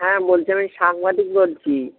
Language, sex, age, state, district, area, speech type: Bengali, male, 30-45, West Bengal, Dakshin Dinajpur, urban, conversation